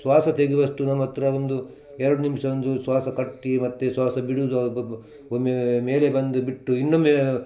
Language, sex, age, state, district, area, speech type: Kannada, male, 60+, Karnataka, Udupi, rural, spontaneous